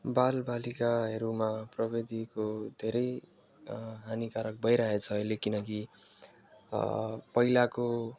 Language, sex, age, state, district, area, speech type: Nepali, male, 18-30, West Bengal, Alipurduar, urban, spontaneous